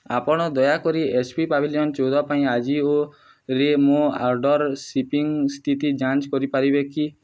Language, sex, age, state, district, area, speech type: Odia, male, 18-30, Odisha, Nuapada, urban, read